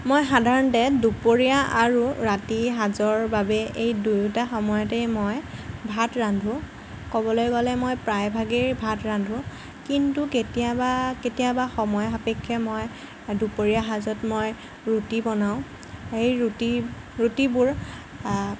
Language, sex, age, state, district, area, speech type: Assamese, female, 18-30, Assam, Lakhimpur, rural, spontaneous